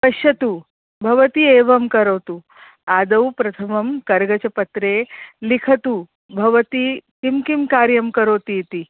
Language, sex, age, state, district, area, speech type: Sanskrit, female, 45-60, Maharashtra, Nagpur, urban, conversation